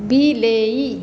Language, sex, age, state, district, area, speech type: Odia, female, 30-45, Odisha, Khordha, rural, read